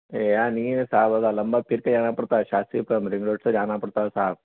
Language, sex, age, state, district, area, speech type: Urdu, male, 18-30, Telangana, Hyderabad, urban, conversation